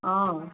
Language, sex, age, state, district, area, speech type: Assamese, female, 45-60, Assam, Dhemaji, rural, conversation